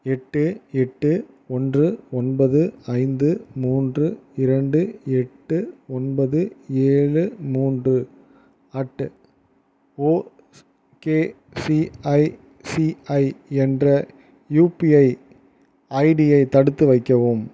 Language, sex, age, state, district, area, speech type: Tamil, male, 30-45, Tamil Nadu, Ariyalur, rural, read